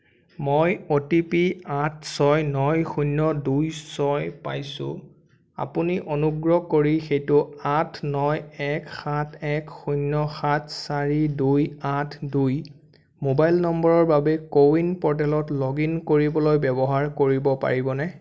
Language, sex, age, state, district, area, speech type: Assamese, male, 18-30, Assam, Sonitpur, urban, read